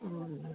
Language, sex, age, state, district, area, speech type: Tamil, male, 18-30, Tamil Nadu, Tenkasi, urban, conversation